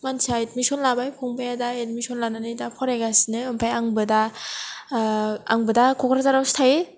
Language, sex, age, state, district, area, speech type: Bodo, female, 18-30, Assam, Kokrajhar, rural, spontaneous